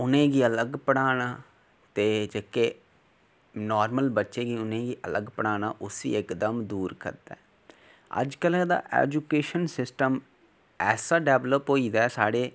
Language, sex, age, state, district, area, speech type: Dogri, male, 18-30, Jammu and Kashmir, Reasi, rural, spontaneous